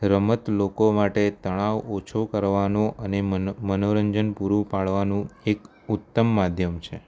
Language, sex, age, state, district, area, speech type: Gujarati, male, 18-30, Gujarat, Kheda, rural, spontaneous